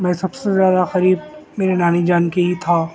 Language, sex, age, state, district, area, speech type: Urdu, male, 18-30, Telangana, Hyderabad, urban, spontaneous